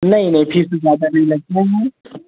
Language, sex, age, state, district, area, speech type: Hindi, male, 18-30, Uttar Pradesh, Jaunpur, rural, conversation